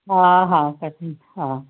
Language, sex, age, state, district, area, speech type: Sindhi, female, 60+, Maharashtra, Ahmednagar, urban, conversation